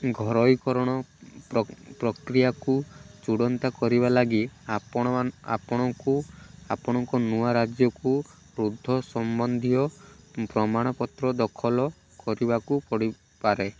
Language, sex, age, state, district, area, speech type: Odia, male, 18-30, Odisha, Balasore, rural, read